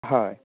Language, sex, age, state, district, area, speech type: Goan Konkani, male, 18-30, Goa, Bardez, urban, conversation